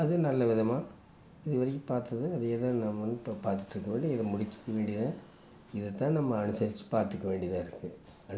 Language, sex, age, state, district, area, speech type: Tamil, male, 60+, Tamil Nadu, Tiruppur, rural, spontaneous